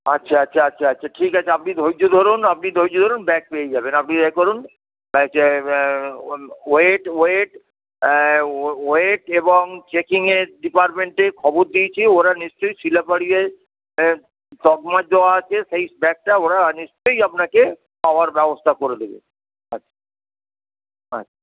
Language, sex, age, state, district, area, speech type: Bengali, male, 60+, West Bengal, Hooghly, rural, conversation